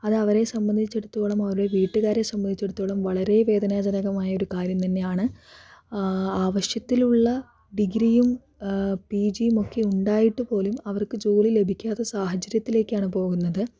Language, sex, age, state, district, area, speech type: Malayalam, female, 30-45, Kerala, Palakkad, rural, spontaneous